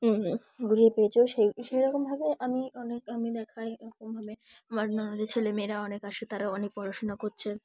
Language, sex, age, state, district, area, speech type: Bengali, female, 18-30, West Bengal, Dakshin Dinajpur, urban, spontaneous